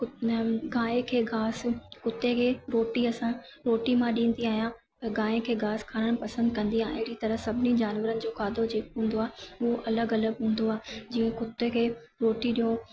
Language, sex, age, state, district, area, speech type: Sindhi, female, 30-45, Rajasthan, Ajmer, urban, spontaneous